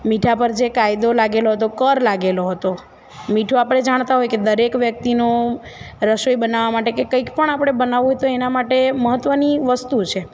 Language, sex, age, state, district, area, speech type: Gujarati, female, 30-45, Gujarat, Narmada, rural, spontaneous